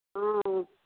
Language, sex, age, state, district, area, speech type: Maithili, female, 18-30, Bihar, Madhubani, rural, conversation